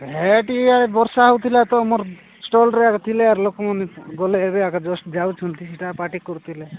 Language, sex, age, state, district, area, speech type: Odia, male, 45-60, Odisha, Nabarangpur, rural, conversation